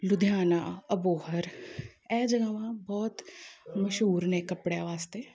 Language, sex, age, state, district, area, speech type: Punjabi, female, 30-45, Punjab, Amritsar, urban, spontaneous